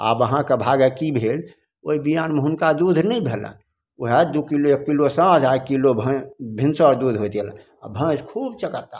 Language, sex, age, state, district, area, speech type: Maithili, male, 60+, Bihar, Samastipur, rural, spontaneous